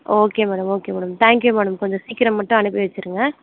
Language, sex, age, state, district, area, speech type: Tamil, female, 45-60, Tamil Nadu, Sivaganga, rural, conversation